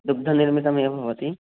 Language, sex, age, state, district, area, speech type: Sanskrit, male, 18-30, West Bengal, Purba Medinipur, rural, conversation